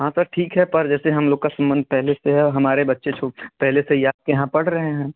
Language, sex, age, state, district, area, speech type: Hindi, male, 18-30, Uttar Pradesh, Chandauli, rural, conversation